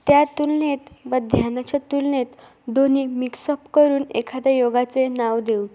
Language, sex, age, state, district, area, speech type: Marathi, female, 18-30, Maharashtra, Ahmednagar, urban, spontaneous